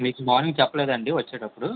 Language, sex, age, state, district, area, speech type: Telugu, male, 18-30, Andhra Pradesh, Krishna, rural, conversation